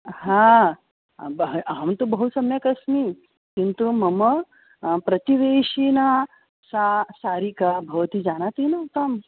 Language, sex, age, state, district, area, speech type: Sanskrit, female, 45-60, Maharashtra, Nagpur, urban, conversation